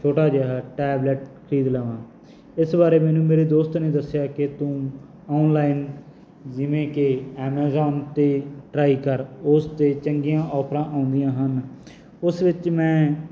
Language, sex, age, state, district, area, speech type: Punjabi, male, 30-45, Punjab, Barnala, rural, spontaneous